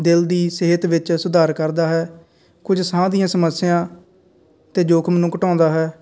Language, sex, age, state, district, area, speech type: Punjabi, male, 18-30, Punjab, Faridkot, rural, spontaneous